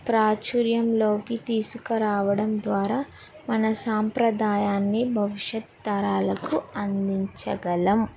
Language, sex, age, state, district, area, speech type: Telugu, female, 18-30, Telangana, Mahabubabad, rural, spontaneous